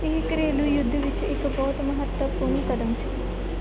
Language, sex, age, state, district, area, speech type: Punjabi, female, 18-30, Punjab, Gurdaspur, urban, read